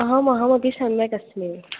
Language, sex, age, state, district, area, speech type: Sanskrit, female, 18-30, Assam, Baksa, rural, conversation